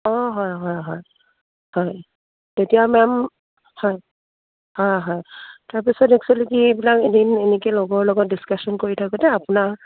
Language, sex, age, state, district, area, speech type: Assamese, female, 45-60, Assam, Dibrugarh, rural, conversation